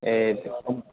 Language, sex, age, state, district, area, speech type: Nepali, male, 18-30, West Bengal, Alipurduar, urban, conversation